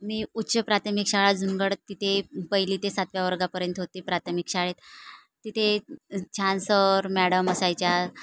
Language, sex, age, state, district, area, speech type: Marathi, female, 30-45, Maharashtra, Nagpur, rural, spontaneous